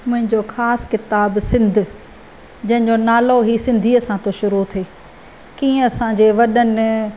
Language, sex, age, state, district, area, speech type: Sindhi, female, 45-60, Maharashtra, Thane, urban, spontaneous